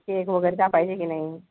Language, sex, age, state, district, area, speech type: Marathi, female, 45-60, Maharashtra, Nagpur, urban, conversation